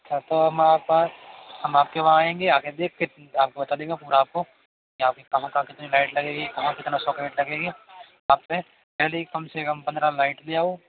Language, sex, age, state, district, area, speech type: Hindi, male, 45-60, Rajasthan, Jodhpur, urban, conversation